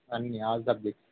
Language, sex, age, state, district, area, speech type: Telugu, male, 18-30, Telangana, Jangaon, urban, conversation